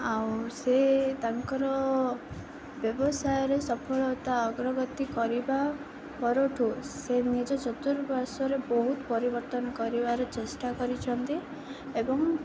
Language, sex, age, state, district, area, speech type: Odia, female, 18-30, Odisha, Koraput, urban, spontaneous